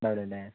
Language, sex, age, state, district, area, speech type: Malayalam, male, 18-30, Kerala, Wayanad, rural, conversation